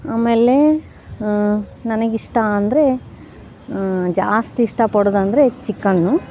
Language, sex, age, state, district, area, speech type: Kannada, female, 18-30, Karnataka, Gadag, rural, spontaneous